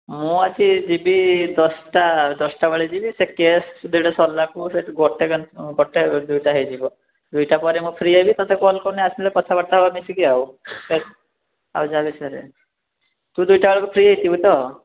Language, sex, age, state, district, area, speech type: Odia, male, 18-30, Odisha, Rayagada, rural, conversation